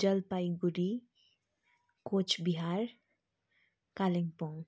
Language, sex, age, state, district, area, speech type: Nepali, female, 30-45, West Bengal, Darjeeling, rural, spontaneous